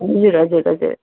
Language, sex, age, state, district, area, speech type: Nepali, female, 18-30, West Bengal, Darjeeling, rural, conversation